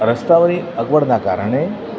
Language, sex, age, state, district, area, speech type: Gujarati, male, 45-60, Gujarat, Valsad, rural, spontaneous